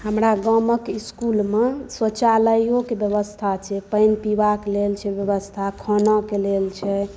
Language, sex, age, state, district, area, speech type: Maithili, female, 18-30, Bihar, Saharsa, rural, spontaneous